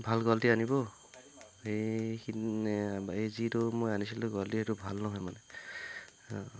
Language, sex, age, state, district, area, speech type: Assamese, male, 45-60, Assam, Tinsukia, rural, spontaneous